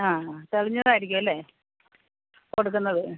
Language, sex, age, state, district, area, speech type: Malayalam, female, 60+, Kerala, Alappuzha, rural, conversation